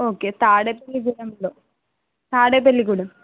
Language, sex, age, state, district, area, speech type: Telugu, female, 30-45, Andhra Pradesh, Eluru, rural, conversation